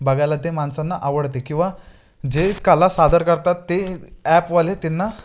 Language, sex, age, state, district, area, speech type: Marathi, male, 18-30, Maharashtra, Ratnagiri, rural, spontaneous